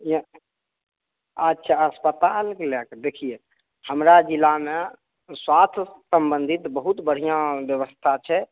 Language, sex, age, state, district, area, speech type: Maithili, male, 30-45, Bihar, Begusarai, urban, conversation